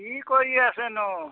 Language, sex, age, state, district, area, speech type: Assamese, male, 60+, Assam, Golaghat, urban, conversation